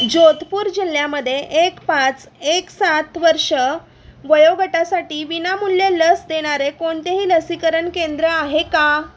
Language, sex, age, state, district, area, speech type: Marathi, female, 30-45, Maharashtra, Sangli, urban, read